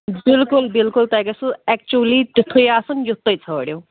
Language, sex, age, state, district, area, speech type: Kashmiri, female, 45-60, Jammu and Kashmir, Kulgam, rural, conversation